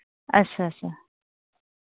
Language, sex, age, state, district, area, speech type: Dogri, female, 30-45, Jammu and Kashmir, Jammu, rural, conversation